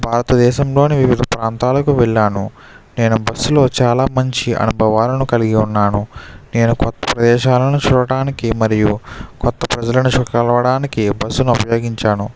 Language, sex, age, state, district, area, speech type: Telugu, male, 45-60, Andhra Pradesh, East Godavari, urban, spontaneous